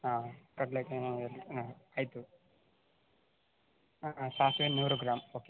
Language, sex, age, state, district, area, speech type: Kannada, male, 18-30, Karnataka, Chamarajanagar, rural, conversation